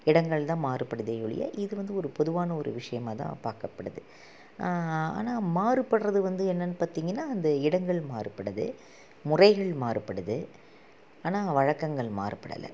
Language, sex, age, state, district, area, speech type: Tamil, female, 30-45, Tamil Nadu, Salem, urban, spontaneous